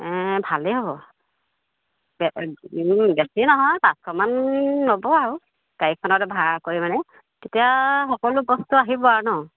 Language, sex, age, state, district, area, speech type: Assamese, female, 30-45, Assam, Charaideo, rural, conversation